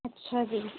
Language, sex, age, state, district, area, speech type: Punjabi, female, 18-30, Punjab, Hoshiarpur, rural, conversation